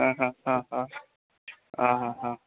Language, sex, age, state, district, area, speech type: Odia, male, 45-60, Odisha, Gajapati, rural, conversation